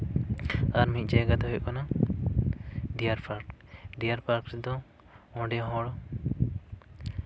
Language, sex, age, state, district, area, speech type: Santali, male, 18-30, West Bengal, Jhargram, rural, spontaneous